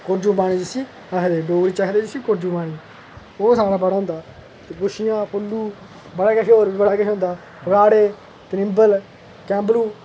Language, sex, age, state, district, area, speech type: Dogri, male, 30-45, Jammu and Kashmir, Udhampur, urban, spontaneous